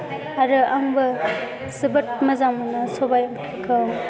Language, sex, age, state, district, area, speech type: Bodo, female, 18-30, Assam, Chirang, rural, spontaneous